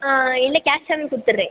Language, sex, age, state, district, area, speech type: Tamil, female, 18-30, Tamil Nadu, Pudukkottai, rural, conversation